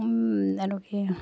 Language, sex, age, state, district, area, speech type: Assamese, female, 45-60, Assam, Dibrugarh, rural, spontaneous